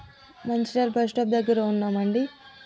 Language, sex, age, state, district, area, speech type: Telugu, female, 30-45, Telangana, Adilabad, rural, spontaneous